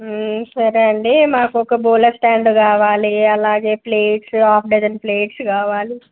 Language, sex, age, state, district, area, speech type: Telugu, female, 30-45, Telangana, Jangaon, rural, conversation